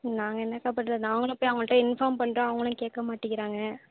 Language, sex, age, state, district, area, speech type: Tamil, female, 18-30, Tamil Nadu, Thanjavur, rural, conversation